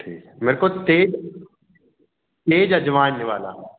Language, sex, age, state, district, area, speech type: Hindi, male, 18-30, Madhya Pradesh, Jabalpur, urban, conversation